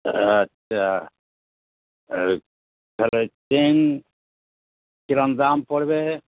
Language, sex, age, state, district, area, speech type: Bengali, male, 60+, West Bengal, Hooghly, rural, conversation